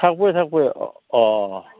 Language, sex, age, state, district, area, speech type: Assamese, male, 45-60, Assam, Barpeta, rural, conversation